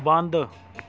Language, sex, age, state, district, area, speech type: Punjabi, male, 18-30, Punjab, Shaheed Bhagat Singh Nagar, rural, read